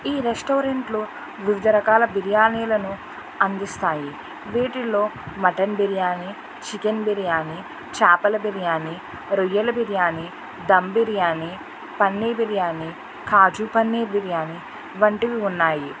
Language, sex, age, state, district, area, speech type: Telugu, female, 30-45, Andhra Pradesh, Eluru, rural, spontaneous